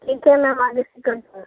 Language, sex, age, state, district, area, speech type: Urdu, female, 45-60, Uttar Pradesh, Gautam Buddha Nagar, rural, conversation